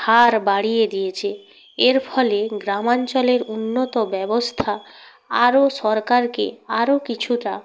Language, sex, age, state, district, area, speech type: Bengali, female, 45-60, West Bengal, Purba Medinipur, rural, spontaneous